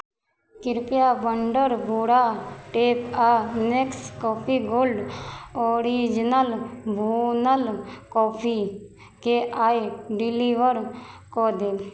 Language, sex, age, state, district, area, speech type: Maithili, female, 18-30, Bihar, Madhubani, rural, read